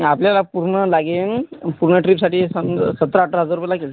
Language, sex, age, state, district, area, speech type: Marathi, male, 18-30, Maharashtra, Washim, urban, conversation